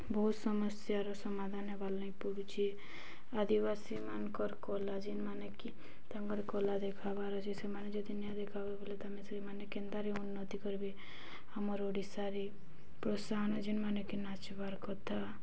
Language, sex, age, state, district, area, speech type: Odia, female, 18-30, Odisha, Balangir, urban, spontaneous